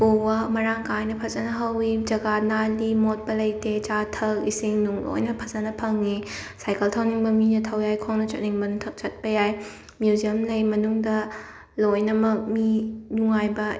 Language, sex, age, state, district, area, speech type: Manipuri, female, 45-60, Manipur, Imphal West, urban, spontaneous